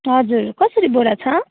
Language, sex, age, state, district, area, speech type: Nepali, female, 30-45, West Bengal, Jalpaiguri, urban, conversation